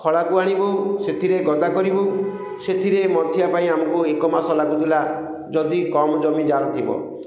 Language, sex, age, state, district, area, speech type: Odia, male, 45-60, Odisha, Ganjam, urban, spontaneous